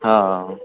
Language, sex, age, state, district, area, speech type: Punjabi, male, 18-30, Punjab, Firozpur, rural, conversation